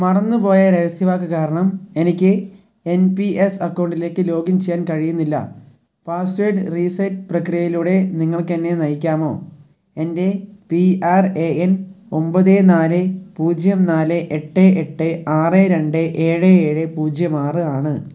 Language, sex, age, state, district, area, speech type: Malayalam, male, 18-30, Kerala, Wayanad, rural, read